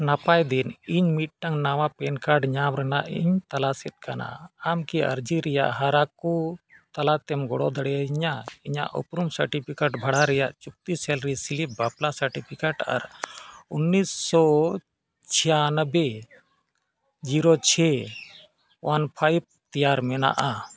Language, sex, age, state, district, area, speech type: Santali, male, 45-60, Jharkhand, Bokaro, rural, read